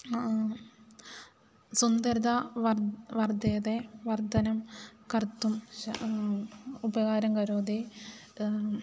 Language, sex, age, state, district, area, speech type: Sanskrit, female, 18-30, Kerala, Idukki, rural, spontaneous